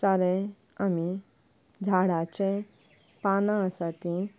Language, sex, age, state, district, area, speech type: Goan Konkani, female, 18-30, Goa, Canacona, rural, spontaneous